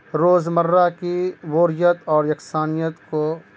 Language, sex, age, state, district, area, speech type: Urdu, male, 30-45, Bihar, Madhubani, rural, spontaneous